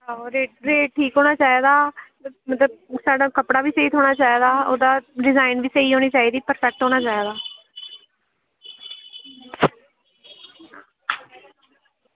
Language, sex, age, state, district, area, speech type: Dogri, female, 18-30, Jammu and Kashmir, Samba, rural, conversation